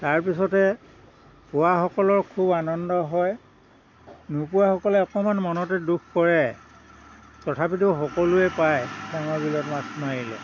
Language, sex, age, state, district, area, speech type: Assamese, male, 60+, Assam, Dhemaji, rural, spontaneous